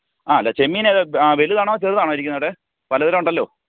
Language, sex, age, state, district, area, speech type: Malayalam, male, 30-45, Kerala, Pathanamthitta, rural, conversation